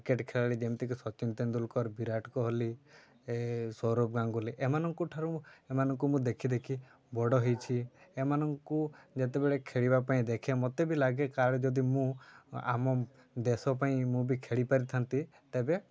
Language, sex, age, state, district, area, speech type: Odia, male, 18-30, Odisha, Mayurbhanj, rural, spontaneous